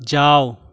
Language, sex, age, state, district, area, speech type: Bengali, male, 45-60, West Bengal, Jhargram, rural, read